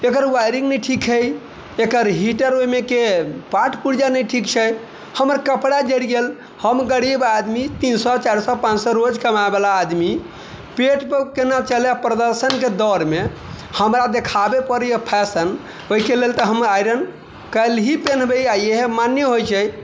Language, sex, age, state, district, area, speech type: Maithili, male, 30-45, Bihar, Madhubani, rural, spontaneous